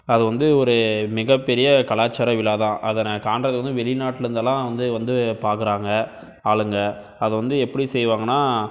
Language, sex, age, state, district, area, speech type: Tamil, male, 18-30, Tamil Nadu, Krishnagiri, rural, spontaneous